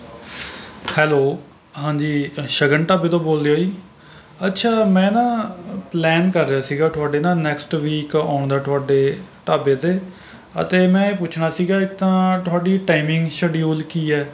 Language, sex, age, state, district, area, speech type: Punjabi, male, 30-45, Punjab, Rupnagar, rural, spontaneous